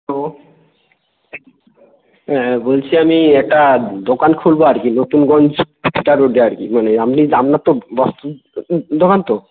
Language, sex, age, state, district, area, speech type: Bengali, male, 18-30, West Bengal, Bankura, urban, conversation